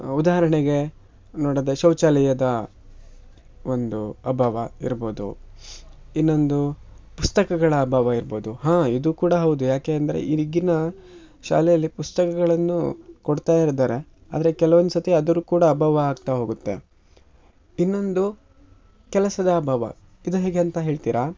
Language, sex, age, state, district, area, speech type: Kannada, male, 18-30, Karnataka, Shimoga, rural, spontaneous